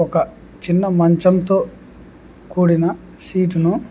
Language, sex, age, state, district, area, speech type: Telugu, male, 18-30, Andhra Pradesh, Kurnool, urban, spontaneous